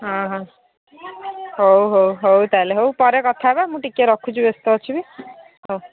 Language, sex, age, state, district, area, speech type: Odia, female, 60+, Odisha, Jharsuguda, rural, conversation